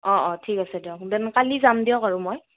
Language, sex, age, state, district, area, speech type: Assamese, female, 30-45, Assam, Morigaon, rural, conversation